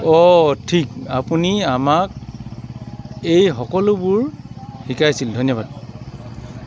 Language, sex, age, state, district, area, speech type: Assamese, male, 45-60, Assam, Dibrugarh, rural, read